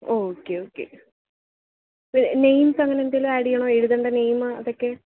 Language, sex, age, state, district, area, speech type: Malayalam, female, 18-30, Kerala, Alappuzha, rural, conversation